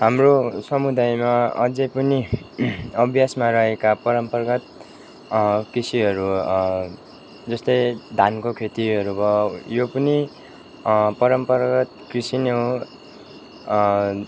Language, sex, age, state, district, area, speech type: Nepali, male, 30-45, West Bengal, Kalimpong, rural, spontaneous